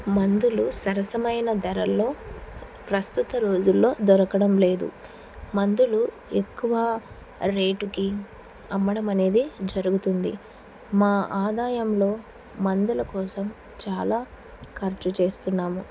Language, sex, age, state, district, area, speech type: Telugu, female, 45-60, Andhra Pradesh, Kurnool, rural, spontaneous